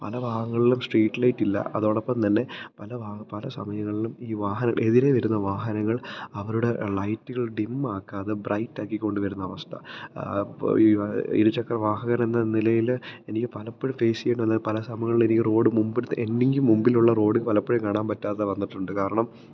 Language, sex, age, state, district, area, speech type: Malayalam, male, 18-30, Kerala, Idukki, rural, spontaneous